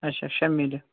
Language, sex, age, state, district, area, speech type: Kashmiri, male, 30-45, Jammu and Kashmir, Shopian, rural, conversation